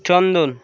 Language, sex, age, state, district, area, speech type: Bengali, male, 45-60, West Bengal, Birbhum, urban, spontaneous